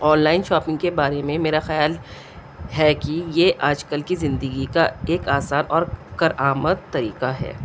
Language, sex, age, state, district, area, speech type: Urdu, female, 45-60, Delhi, South Delhi, urban, spontaneous